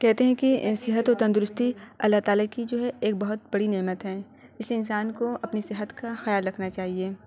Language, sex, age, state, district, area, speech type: Urdu, female, 45-60, Uttar Pradesh, Aligarh, rural, spontaneous